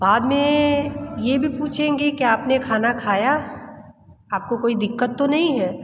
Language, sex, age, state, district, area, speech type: Hindi, female, 30-45, Uttar Pradesh, Mirzapur, rural, spontaneous